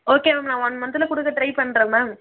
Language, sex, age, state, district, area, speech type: Tamil, female, 18-30, Tamil Nadu, Vellore, urban, conversation